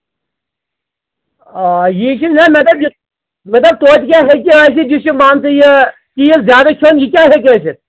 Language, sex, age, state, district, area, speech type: Kashmiri, male, 45-60, Jammu and Kashmir, Anantnag, rural, conversation